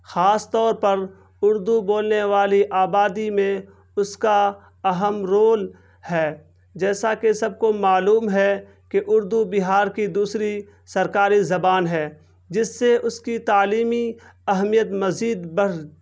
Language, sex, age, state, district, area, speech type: Urdu, male, 18-30, Bihar, Purnia, rural, spontaneous